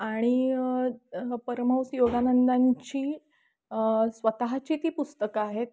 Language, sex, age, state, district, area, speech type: Marathi, female, 30-45, Maharashtra, Kolhapur, urban, spontaneous